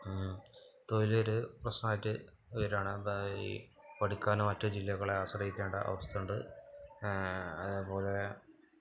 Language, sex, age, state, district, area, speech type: Malayalam, male, 30-45, Kerala, Malappuram, rural, spontaneous